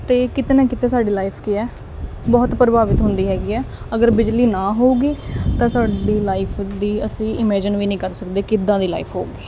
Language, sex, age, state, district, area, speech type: Punjabi, female, 18-30, Punjab, Muktsar, urban, spontaneous